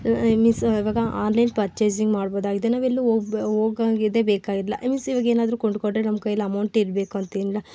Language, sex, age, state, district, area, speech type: Kannada, female, 30-45, Karnataka, Tumkur, rural, spontaneous